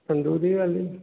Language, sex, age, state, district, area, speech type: Hindi, male, 45-60, Uttar Pradesh, Hardoi, rural, conversation